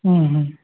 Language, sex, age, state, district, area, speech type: Assamese, male, 45-60, Assam, Barpeta, rural, conversation